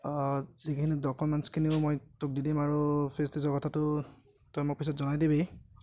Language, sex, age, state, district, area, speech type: Assamese, male, 30-45, Assam, Goalpara, urban, spontaneous